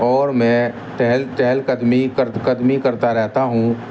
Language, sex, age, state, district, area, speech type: Urdu, male, 30-45, Uttar Pradesh, Muzaffarnagar, rural, spontaneous